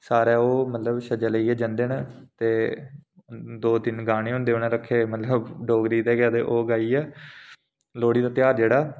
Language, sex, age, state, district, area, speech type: Dogri, male, 18-30, Jammu and Kashmir, Reasi, urban, spontaneous